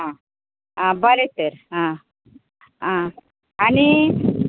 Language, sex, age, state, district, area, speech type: Goan Konkani, female, 30-45, Goa, Tiswadi, rural, conversation